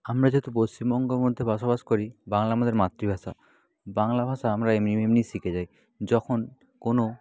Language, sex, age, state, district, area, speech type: Bengali, male, 30-45, West Bengal, Nadia, rural, spontaneous